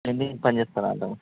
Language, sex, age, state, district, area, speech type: Telugu, male, 30-45, Telangana, Karimnagar, rural, conversation